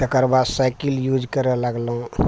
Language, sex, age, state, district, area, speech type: Maithili, male, 60+, Bihar, Araria, rural, spontaneous